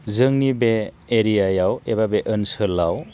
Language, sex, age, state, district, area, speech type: Bodo, male, 45-60, Assam, Chirang, rural, spontaneous